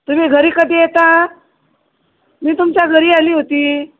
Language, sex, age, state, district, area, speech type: Marathi, female, 45-60, Maharashtra, Wardha, rural, conversation